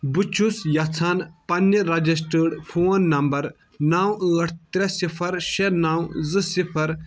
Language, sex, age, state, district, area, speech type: Kashmiri, male, 18-30, Jammu and Kashmir, Kulgam, rural, read